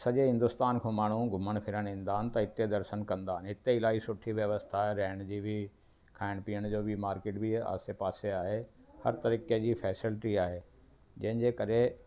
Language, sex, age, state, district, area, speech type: Sindhi, male, 60+, Delhi, South Delhi, urban, spontaneous